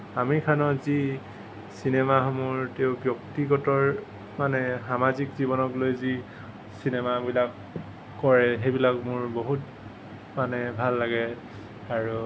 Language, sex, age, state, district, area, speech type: Assamese, male, 18-30, Assam, Kamrup Metropolitan, urban, spontaneous